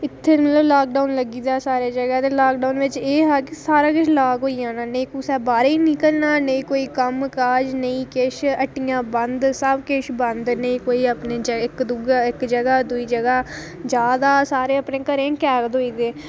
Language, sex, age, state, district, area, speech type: Dogri, female, 18-30, Jammu and Kashmir, Reasi, rural, spontaneous